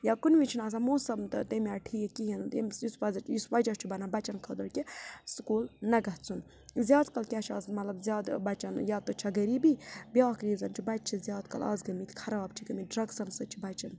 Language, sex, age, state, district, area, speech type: Kashmiri, female, 30-45, Jammu and Kashmir, Budgam, rural, spontaneous